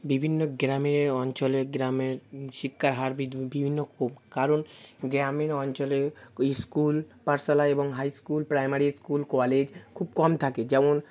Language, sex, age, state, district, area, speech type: Bengali, male, 18-30, West Bengal, South 24 Parganas, rural, spontaneous